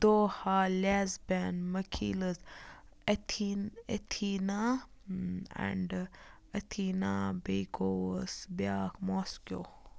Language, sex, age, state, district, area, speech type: Kashmiri, female, 30-45, Jammu and Kashmir, Budgam, rural, spontaneous